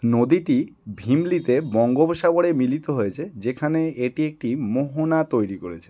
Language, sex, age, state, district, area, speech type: Bengali, male, 18-30, West Bengal, Howrah, urban, read